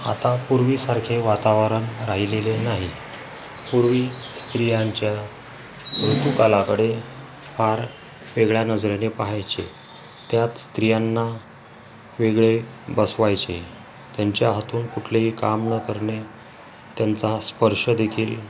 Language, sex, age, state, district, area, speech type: Marathi, male, 45-60, Maharashtra, Akola, rural, spontaneous